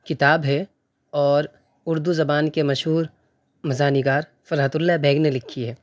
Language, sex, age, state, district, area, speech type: Urdu, male, 18-30, Delhi, North West Delhi, urban, spontaneous